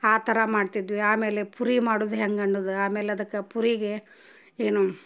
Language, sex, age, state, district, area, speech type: Kannada, female, 30-45, Karnataka, Gadag, rural, spontaneous